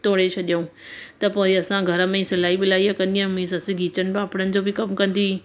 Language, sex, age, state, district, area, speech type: Sindhi, female, 30-45, Gujarat, Surat, urban, spontaneous